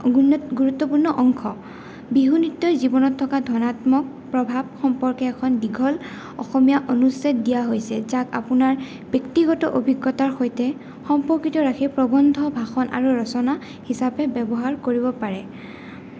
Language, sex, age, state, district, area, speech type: Assamese, female, 18-30, Assam, Goalpara, urban, spontaneous